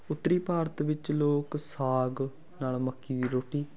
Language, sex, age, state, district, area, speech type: Punjabi, male, 18-30, Punjab, Fatehgarh Sahib, rural, spontaneous